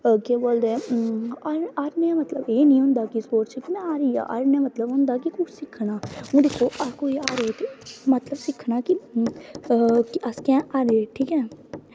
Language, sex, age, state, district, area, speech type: Dogri, female, 18-30, Jammu and Kashmir, Kathua, rural, spontaneous